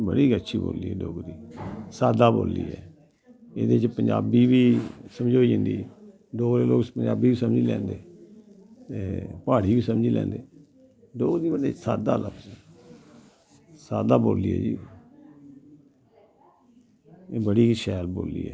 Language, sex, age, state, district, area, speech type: Dogri, male, 60+, Jammu and Kashmir, Samba, rural, spontaneous